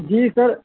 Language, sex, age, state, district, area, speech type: Urdu, male, 18-30, Uttar Pradesh, Shahjahanpur, urban, conversation